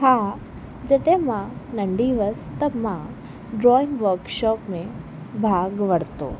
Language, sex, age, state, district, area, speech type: Sindhi, female, 18-30, Rajasthan, Ajmer, urban, spontaneous